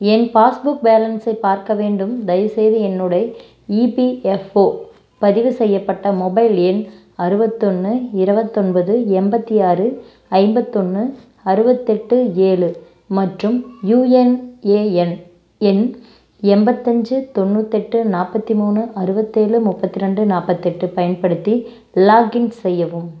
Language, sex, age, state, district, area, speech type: Tamil, female, 18-30, Tamil Nadu, Namakkal, rural, read